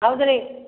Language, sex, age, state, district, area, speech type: Kannada, female, 60+, Karnataka, Belgaum, rural, conversation